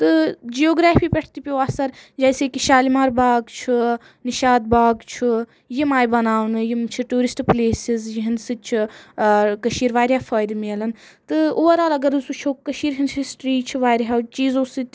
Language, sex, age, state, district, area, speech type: Kashmiri, female, 18-30, Jammu and Kashmir, Anantnag, rural, spontaneous